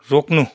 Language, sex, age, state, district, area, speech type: Nepali, male, 45-60, West Bengal, Kalimpong, rural, read